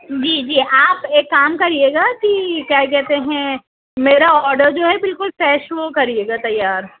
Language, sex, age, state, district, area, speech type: Urdu, female, 18-30, Delhi, Central Delhi, urban, conversation